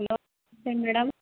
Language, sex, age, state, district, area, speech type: Kannada, female, 60+, Karnataka, Chitradurga, rural, conversation